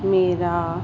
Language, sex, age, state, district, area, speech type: Punjabi, female, 18-30, Punjab, Fazilka, rural, read